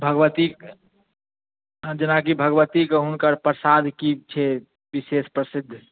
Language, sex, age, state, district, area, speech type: Maithili, male, 18-30, Bihar, Darbhanga, rural, conversation